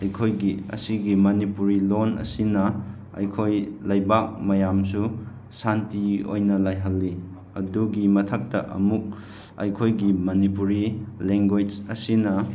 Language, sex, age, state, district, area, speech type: Manipuri, male, 30-45, Manipur, Chandel, rural, spontaneous